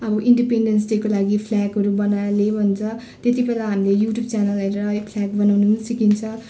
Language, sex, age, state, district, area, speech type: Nepali, female, 30-45, West Bengal, Darjeeling, rural, spontaneous